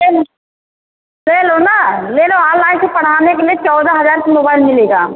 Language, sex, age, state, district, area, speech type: Hindi, female, 45-60, Uttar Pradesh, Ayodhya, rural, conversation